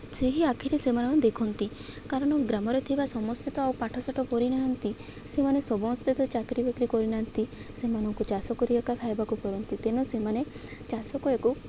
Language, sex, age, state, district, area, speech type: Odia, female, 18-30, Odisha, Malkangiri, urban, spontaneous